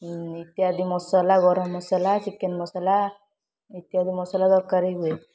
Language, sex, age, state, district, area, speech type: Odia, female, 18-30, Odisha, Puri, urban, spontaneous